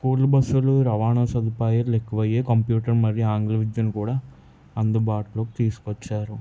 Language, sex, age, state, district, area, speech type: Telugu, male, 30-45, Telangana, Peddapalli, rural, spontaneous